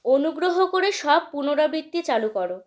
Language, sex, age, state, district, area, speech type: Bengali, female, 18-30, West Bengal, Malda, rural, read